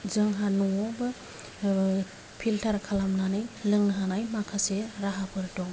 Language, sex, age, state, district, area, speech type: Bodo, female, 45-60, Assam, Kokrajhar, rural, spontaneous